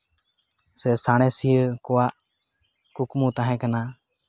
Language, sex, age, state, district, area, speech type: Santali, male, 18-30, West Bengal, Jhargram, rural, spontaneous